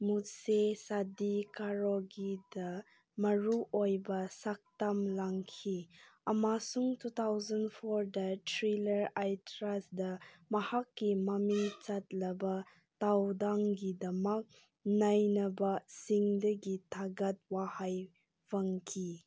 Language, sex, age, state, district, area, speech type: Manipuri, female, 18-30, Manipur, Senapati, urban, read